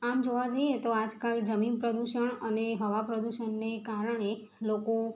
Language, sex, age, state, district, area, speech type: Gujarati, female, 45-60, Gujarat, Mehsana, rural, spontaneous